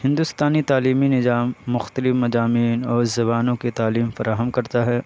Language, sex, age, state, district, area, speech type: Urdu, male, 18-30, Uttar Pradesh, Balrampur, rural, spontaneous